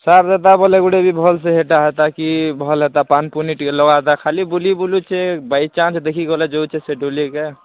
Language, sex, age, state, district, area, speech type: Odia, male, 18-30, Odisha, Kalahandi, rural, conversation